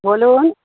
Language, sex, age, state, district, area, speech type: Bengali, female, 30-45, West Bengal, Howrah, urban, conversation